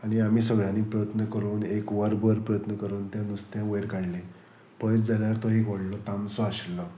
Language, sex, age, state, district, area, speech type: Goan Konkani, male, 30-45, Goa, Salcete, rural, spontaneous